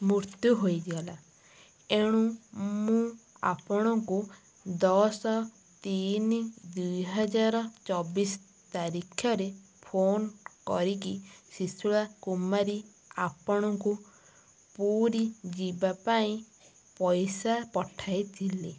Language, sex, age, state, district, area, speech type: Odia, female, 18-30, Odisha, Ganjam, urban, spontaneous